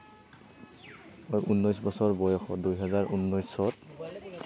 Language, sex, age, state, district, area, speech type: Assamese, male, 18-30, Assam, Kamrup Metropolitan, rural, spontaneous